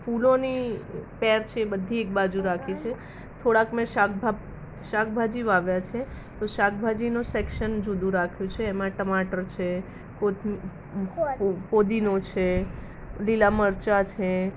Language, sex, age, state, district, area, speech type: Gujarati, female, 30-45, Gujarat, Ahmedabad, urban, spontaneous